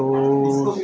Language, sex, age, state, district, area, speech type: Gujarati, male, 18-30, Gujarat, Valsad, rural, spontaneous